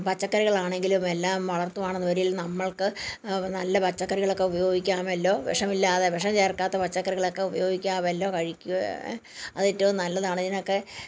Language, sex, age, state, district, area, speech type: Malayalam, female, 60+, Kerala, Kottayam, rural, spontaneous